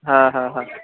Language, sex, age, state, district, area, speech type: Bengali, male, 18-30, West Bengal, Uttar Dinajpur, urban, conversation